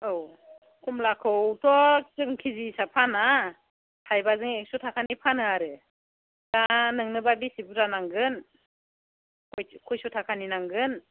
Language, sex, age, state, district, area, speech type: Bodo, female, 45-60, Assam, Chirang, rural, conversation